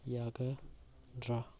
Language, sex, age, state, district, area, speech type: Manipuri, male, 18-30, Manipur, Kangpokpi, urban, read